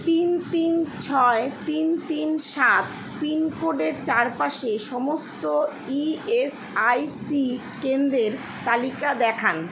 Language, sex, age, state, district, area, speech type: Bengali, female, 45-60, West Bengal, Kolkata, urban, read